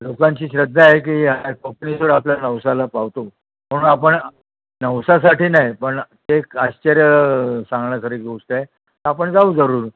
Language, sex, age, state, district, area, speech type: Marathi, male, 60+, Maharashtra, Thane, urban, conversation